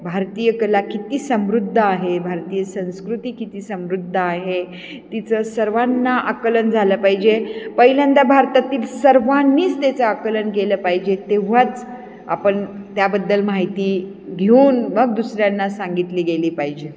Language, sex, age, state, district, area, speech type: Marathi, female, 45-60, Maharashtra, Nashik, urban, spontaneous